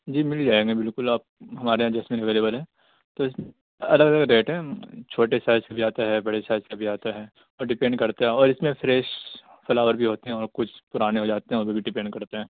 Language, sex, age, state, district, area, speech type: Urdu, male, 18-30, Uttar Pradesh, Ghaziabad, urban, conversation